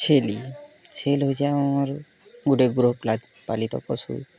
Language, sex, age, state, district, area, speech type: Odia, male, 18-30, Odisha, Bargarh, urban, spontaneous